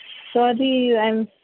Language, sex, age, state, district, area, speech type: Telugu, female, 30-45, Telangana, Peddapalli, urban, conversation